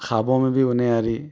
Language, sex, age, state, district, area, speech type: Urdu, male, 30-45, Telangana, Hyderabad, urban, spontaneous